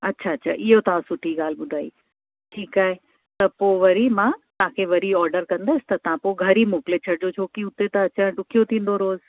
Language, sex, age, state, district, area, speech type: Sindhi, female, 30-45, Uttar Pradesh, Lucknow, urban, conversation